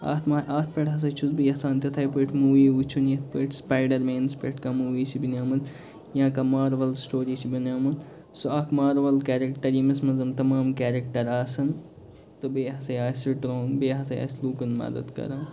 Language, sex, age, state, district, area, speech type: Kashmiri, male, 30-45, Jammu and Kashmir, Kupwara, rural, spontaneous